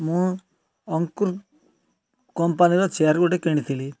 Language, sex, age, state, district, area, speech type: Odia, male, 60+, Odisha, Kalahandi, rural, spontaneous